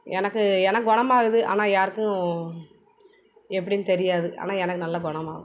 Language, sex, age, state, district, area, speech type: Tamil, female, 30-45, Tamil Nadu, Thoothukudi, urban, spontaneous